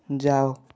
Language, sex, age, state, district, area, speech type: Odia, male, 18-30, Odisha, Kendujhar, urban, read